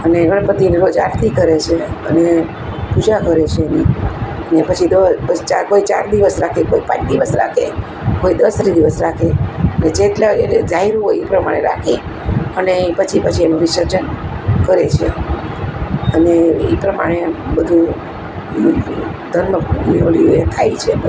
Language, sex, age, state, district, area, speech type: Gujarati, male, 60+, Gujarat, Rajkot, urban, spontaneous